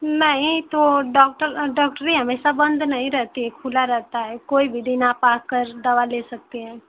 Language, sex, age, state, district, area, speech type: Hindi, female, 18-30, Uttar Pradesh, Mau, rural, conversation